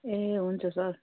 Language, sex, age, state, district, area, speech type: Nepali, female, 30-45, West Bengal, Kalimpong, rural, conversation